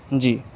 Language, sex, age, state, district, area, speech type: Urdu, male, 18-30, Bihar, Gaya, urban, spontaneous